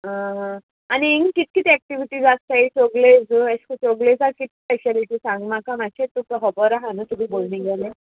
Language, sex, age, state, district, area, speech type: Goan Konkani, female, 18-30, Goa, Salcete, rural, conversation